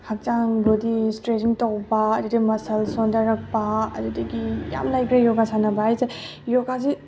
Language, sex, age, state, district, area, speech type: Manipuri, female, 18-30, Manipur, Bishnupur, rural, spontaneous